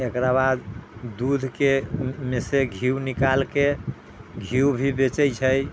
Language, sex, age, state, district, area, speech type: Maithili, male, 60+, Bihar, Sitamarhi, rural, spontaneous